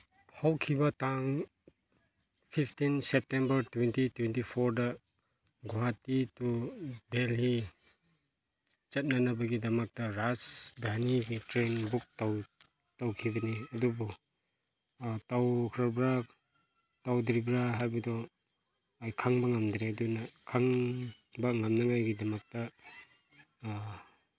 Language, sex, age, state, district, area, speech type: Manipuri, male, 30-45, Manipur, Chandel, rural, spontaneous